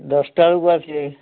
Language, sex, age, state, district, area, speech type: Odia, male, 60+, Odisha, Ganjam, urban, conversation